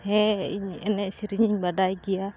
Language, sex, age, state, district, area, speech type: Santali, female, 30-45, West Bengal, Uttar Dinajpur, rural, spontaneous